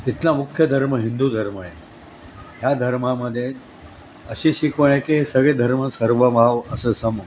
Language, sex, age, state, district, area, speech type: Marathi, male, 60+, Maharashtra, Thane, urban, spontaneous